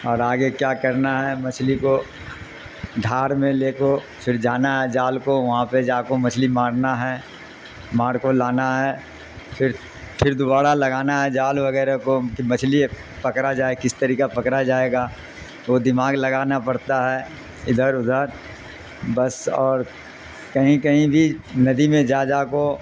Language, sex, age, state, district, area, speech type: Urdu, male, 60+, Bihar, Darbhanga, rural, spontaneous